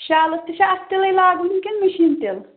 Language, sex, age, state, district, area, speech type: Kashmiri, female, 30-45, Jammu and Kashmir, Pulwama, urban, conversation